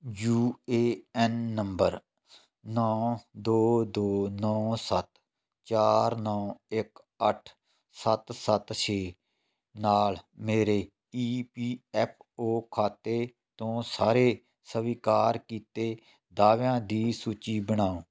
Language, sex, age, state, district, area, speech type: Punjabi, male, 45-60, Punjab, Tarn Taran, rural, read